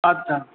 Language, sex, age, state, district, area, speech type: Bengali, male, 18-30, West Bengal, Purba Bardhaman, urban, conversation